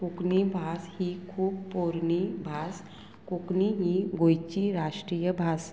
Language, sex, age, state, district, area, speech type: Goan Konkani, female, 45-60, Goa, Murmgao, rural, spontaneous